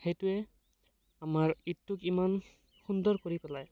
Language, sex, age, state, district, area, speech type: Assamese, male, 18-30, Assam, Barpeta, rural, spontaneous